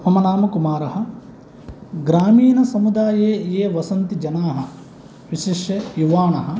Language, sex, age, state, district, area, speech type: Sanskrit, male, 30-45, Andhra Pradesh, East Godavari, rural, spontaneous